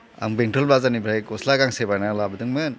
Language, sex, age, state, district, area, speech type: Bodo, male, 45-60, Assam, Chirang, urban, spontaneous